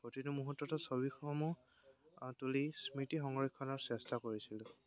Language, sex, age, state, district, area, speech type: Assamese, male, 18-30, Assam, Dibrugarh, rural, spontaneous